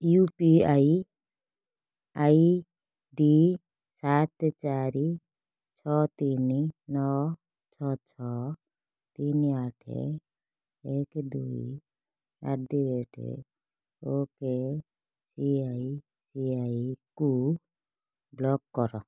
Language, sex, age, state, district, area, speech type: Odia, female, 30-45, Odisha, Kalahandi, rural, read